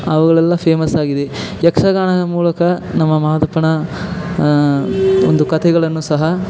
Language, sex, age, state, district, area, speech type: Kannada, male, 18-30, Karnataka, Chamarajanagar, urban, spontaneous